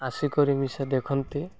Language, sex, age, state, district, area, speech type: Odia, male, 18-30, Odisha, Malkangiri, urban, spontaneous